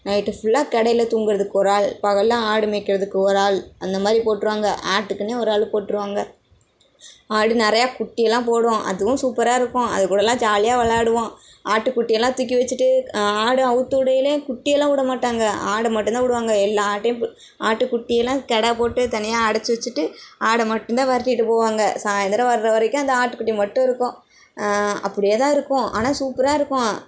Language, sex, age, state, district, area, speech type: Tamil, female, 18-30, Tamil Nadu, Tirunelveli, rural, spontaneous